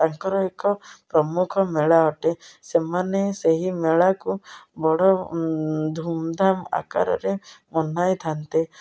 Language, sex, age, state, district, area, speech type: Odia, female, 60+, Odisha, Ganjam, urban, spontaneous